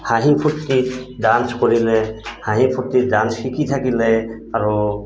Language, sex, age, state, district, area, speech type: Assamese, male, 45-60, Assam, Goalpara, rural, spontaneous